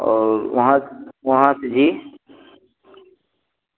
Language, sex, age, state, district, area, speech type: Hindi, male, 30-45, Bihar, Begusarai, rural, conversation